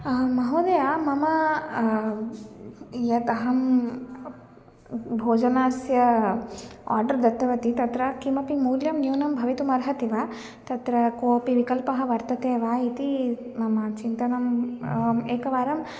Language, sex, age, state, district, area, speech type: Sanskrit, female, 18-30, Telangana, Ranga Reddy, urban, spontaneous